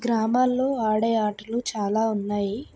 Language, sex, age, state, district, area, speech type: Telugu, female, 60+, Andhra Pradesh, Vizianagaram, rural, spontaneous